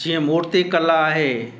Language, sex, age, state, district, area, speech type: Sindhi, male, 45-60, Gujarat, Kutch, urban, spontaneous